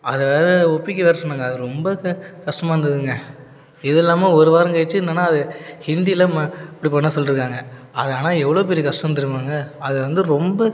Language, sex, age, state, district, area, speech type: Tamil, male, 30-45, Tamil Nadu, Cuddalore, rural, spontaneous